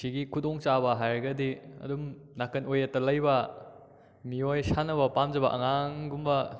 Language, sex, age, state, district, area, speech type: Manipuri, male, 18-30, Manipur, Kakching, rural, spontaneous